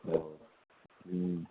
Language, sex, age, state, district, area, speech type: Telugu, male, 18-30, Telangana, Kamareddy, urban, conversation